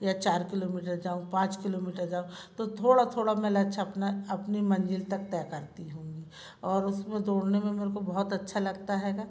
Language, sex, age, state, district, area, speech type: Hindi, female, 45-60, Madhya Pradesh, Jabalpur, urban, spontaneous